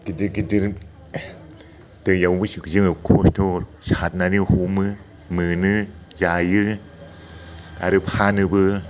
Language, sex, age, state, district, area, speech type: Bodo, male, 60+, Assam, Chirang, rural, spontaneous